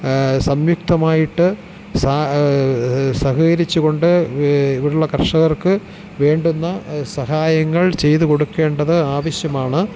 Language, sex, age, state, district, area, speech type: Malayalam, male, 45-60, Kerala, Thiruvananthapuram, urban, spontaneous